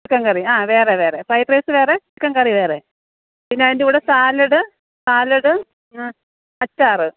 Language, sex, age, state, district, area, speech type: Malayalam, female, 45-60, Kerala, Thiruvananthapuram, urban, conversation